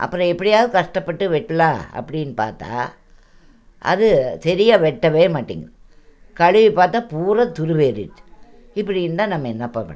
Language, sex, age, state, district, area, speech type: Tamil, female, 60+, Tamil Nadu, Coimbatore, urban, spontaneous